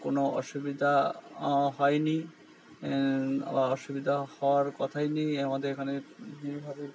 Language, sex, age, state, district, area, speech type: Bengali, male, 45-60, West Bengal, Purba Bardhaman, urban, spontaneous